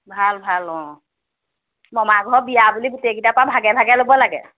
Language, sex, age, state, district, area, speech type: Assamese, female, 30-45, Assam, Jorhat, urban, conversation